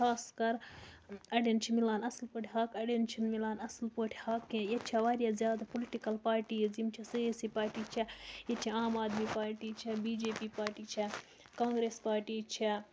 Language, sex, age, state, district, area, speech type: Kashmiri, female, 60+, Jammu and Kashmir, Baramulla, rural, spontaneous